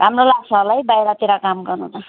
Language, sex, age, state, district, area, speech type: Nepali, female, 45-60, West Bengal, Alipurduar, urban, conversation